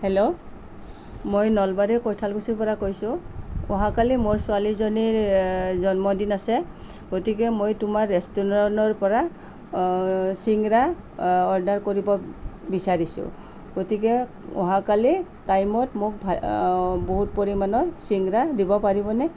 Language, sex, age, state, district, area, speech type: Assamese, female, 45-60, Assam, Nalbari, rural, spontaneous